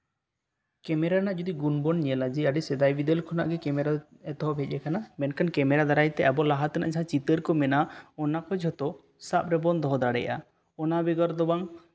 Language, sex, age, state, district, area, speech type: Santali, male, 18-30, West Bengal, Bankura, rural, spontaneous